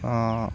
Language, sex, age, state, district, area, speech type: Assamese, male, 18-30, Assam, Tinsukia, urban, spontaneous